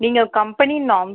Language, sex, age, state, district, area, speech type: Tamil, female, 30-45, Tamil Nadu, Sivaganga, rural, conversation